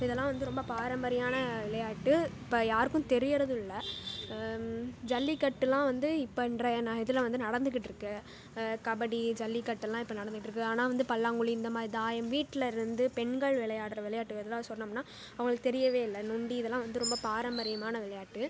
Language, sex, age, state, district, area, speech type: Tamil, female, 18-30, Tamil Nadu, Pudukkottai, rural, spontaneous